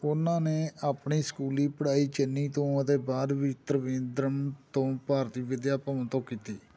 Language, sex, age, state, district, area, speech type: Punjabi, male, 45-60, Punjab, Amritsar, rural, read